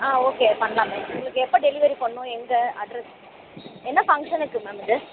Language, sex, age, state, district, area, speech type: Tamil, female, 30-45, Tamil Nadu, Chennai, urban, conversation